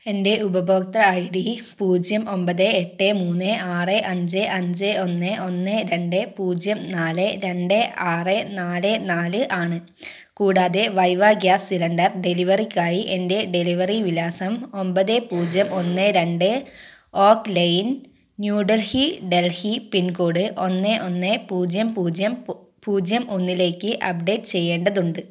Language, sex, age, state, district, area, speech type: Malayalam, female, 18-30, Kerala, Wayanad, rural, read